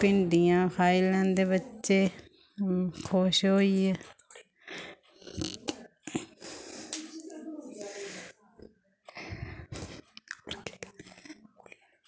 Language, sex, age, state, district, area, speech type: Dogri, female, 30-45, Jammu and Kashmir, Samba, rural, spontaneous